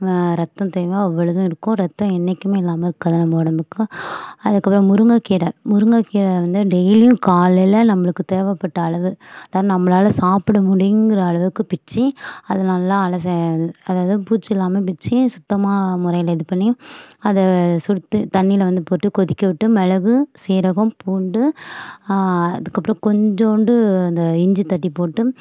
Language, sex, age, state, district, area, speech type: Tamil, female, 18-30, Tamil Nadu, Nagapattinam, urban, spontaneous